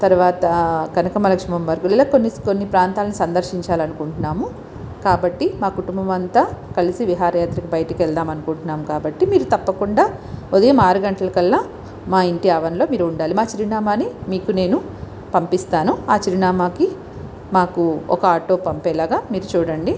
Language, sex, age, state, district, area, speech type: Telugu, female, 30-45, Andhra Pradesh, Visakhapatnam, urban, spontaneous